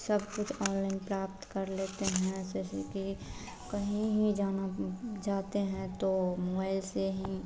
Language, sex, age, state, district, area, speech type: Hindi, female, 18-30, Bihar, Madhepura, rural, spontaneous